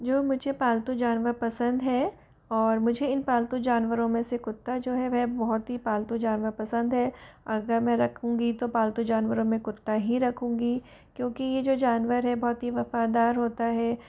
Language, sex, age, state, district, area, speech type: Hindi, female, 60+, Rajasthan, Jaipur, urban, spontaneous